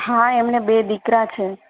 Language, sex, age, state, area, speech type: Gujarati, female, 30-45, Gujarat, urban, conversation